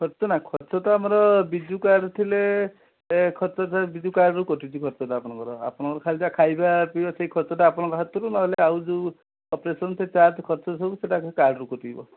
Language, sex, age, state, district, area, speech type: Odia, male, 45-60, Odisha, Kendujhar, urban, conversation